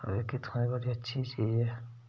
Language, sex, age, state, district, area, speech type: Dogri, male, 30-45, Jammu and Kashmir, Udhampur, rural, spontaneous